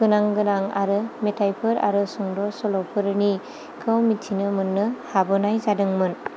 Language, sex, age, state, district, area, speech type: Bodo, female, 30-45, Assam, Chirang, urban, spontaneous